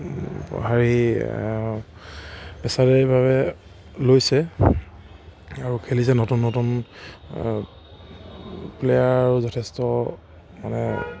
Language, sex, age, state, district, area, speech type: Assamese, male, 30-45, Assam, Charaideo, rural, spontaneous